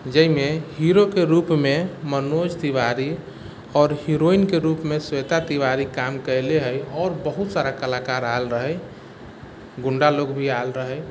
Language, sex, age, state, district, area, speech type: Maithili, male, 45-60, Bihar, Sitamarhi, rural, spontaneous